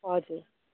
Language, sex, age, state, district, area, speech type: Nepali, female, 30-45, West Bengal, Darjeeling, rural, conversation